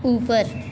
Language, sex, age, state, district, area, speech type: Hindi, female, 30-45, Uttar Pradesh, Azamgarh, rural, read